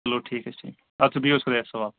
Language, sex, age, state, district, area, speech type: Kashmiri, male, 30-45, Jammu and Kashmir, Kupwara, rural, conversation